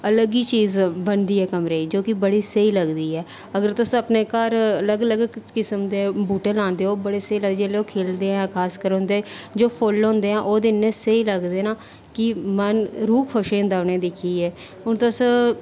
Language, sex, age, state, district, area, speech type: Dogri, female, 18-30, Jammu and Kashmir, Reasi, rural, spontaneous